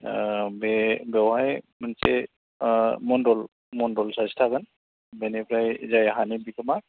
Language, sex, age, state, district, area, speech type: Bodo, male, 45-60, Assam, Baksa, urban, conversation